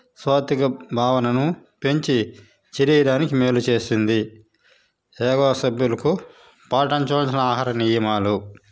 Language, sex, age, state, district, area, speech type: Telugu, male, 45-60, Andhra Pradesh, Sri Balaji, rural, spontaneous